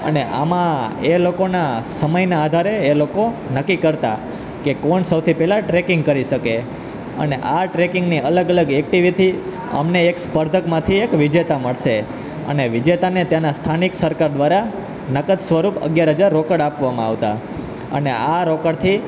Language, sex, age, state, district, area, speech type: Gujarati, male, 18-30, Gujarat, Junagadh, rural, spontaneous